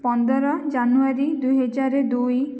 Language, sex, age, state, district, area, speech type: Odia, female, 18-30, Odisha, Jajpur, rural, spontaneous